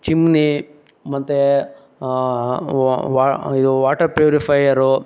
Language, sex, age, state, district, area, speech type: Kannada, male, 18-30, Karnataka, Chikkaballapur, rural, spontaneous